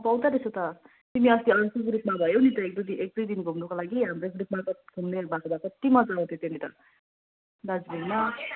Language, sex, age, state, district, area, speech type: Nepali, female, 45-60, West Bengal, Darjeeling, rural, conversation